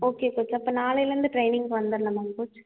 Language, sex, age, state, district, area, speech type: Tamil, female, 18-30, Tamil Nadu, Erode, rural, conversation